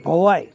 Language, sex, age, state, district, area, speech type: Gujarati, male, 60+, Gujarat, Rajkot, urban, spontaneous